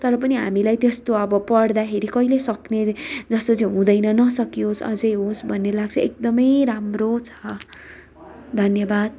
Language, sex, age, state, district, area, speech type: Nepali, female, 18-30, West Bengal, Darjeeling, rural, spontaneous